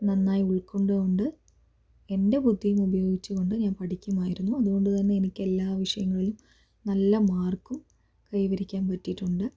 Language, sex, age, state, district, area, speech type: Malayalam, female, 30-45, Kerala, Palakkad, rural, spontaneous